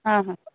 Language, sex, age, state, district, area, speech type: Odia, female, 45-60, Odisha, Sundergarh, rural, conversation